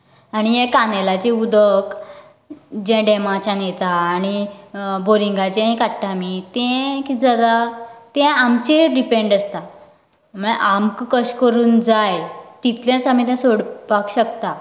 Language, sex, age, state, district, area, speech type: Goan Konkani, female, 18-30, Goa, Canacona, rural, spontaneous